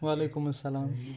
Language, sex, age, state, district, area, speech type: Kashmiri, male, 18-30, Jammu and Kashmir, Budgam, rural, spontaneous